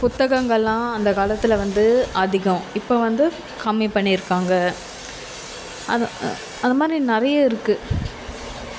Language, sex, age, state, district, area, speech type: Tamil, female, 30-45, Tamil Nadu, Tiruvallur, urban, spontaneous